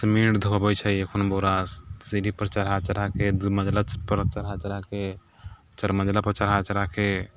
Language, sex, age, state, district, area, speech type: Maithili, male, 30-45, Bihar, Sitamarhi, urban, spontaneous